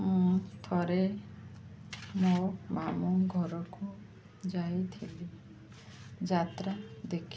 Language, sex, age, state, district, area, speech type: Odia, female, 45-60, Odisha, Koraput, urban, spontaneous